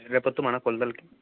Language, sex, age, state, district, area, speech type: Telugu, male, 18-30, Andhra Pradesh, Kadapa, rural, conversation